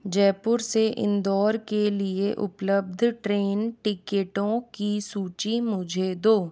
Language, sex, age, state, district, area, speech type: Hindi, female, 45-60, Rajasthan, Jaipur, urban, read